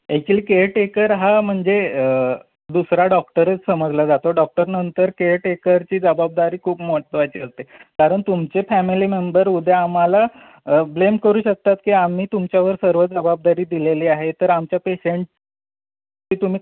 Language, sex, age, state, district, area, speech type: Marathi, male, 30-45, Maharashtra, Sangli, urban, conversation